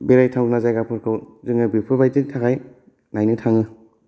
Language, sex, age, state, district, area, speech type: Bodo, male, 18-30, Assam, Kokrajhar, urban, spontaneous